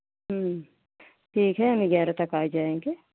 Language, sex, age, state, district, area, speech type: Hindi, female, 60+, Uttar Pradesh, Pratapgarh, rural, conversation